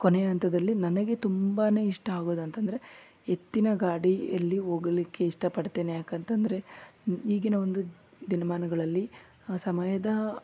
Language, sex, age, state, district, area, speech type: Kannada, male, 18-30, Karnataka, Koppal, urban, spontaneous